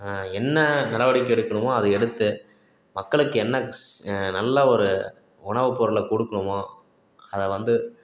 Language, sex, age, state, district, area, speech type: Tamil, male, 30-45, Tamil Nadu, Salem, urban, spontaneous